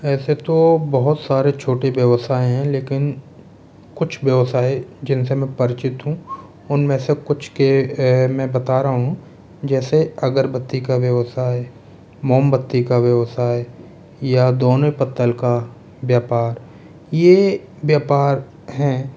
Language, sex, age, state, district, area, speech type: Hindi, male, 30-45, Rajasthan, Jaipur, rural, spontaneous